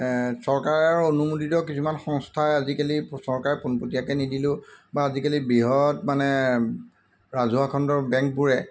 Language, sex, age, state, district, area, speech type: Assamese, male, 45-60, Assam, Golaghat, urban, spontaneous